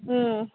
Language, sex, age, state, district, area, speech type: Tamil, female, 30-45, Tamil Nadu, Thanjavur, rural, conversation